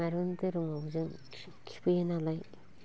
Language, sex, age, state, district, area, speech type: Bodo, female, 45-60, Assam, Baksa, rural, spontaneous